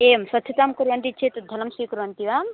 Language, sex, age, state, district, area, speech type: Sanskrit, female, 18-30, Karnataka, Bellary, urban, conversation